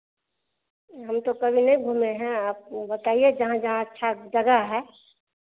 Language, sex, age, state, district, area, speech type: Hindi, female, 45-60, Bihar, Madhepura, rural, conversation